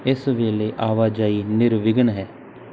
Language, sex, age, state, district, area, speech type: Punjabi, male, 18-30, Punjab, Bathinda, rural, read